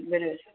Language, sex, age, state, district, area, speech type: Marathi, female, 60+, Maharashtra, Pune, urban, conversation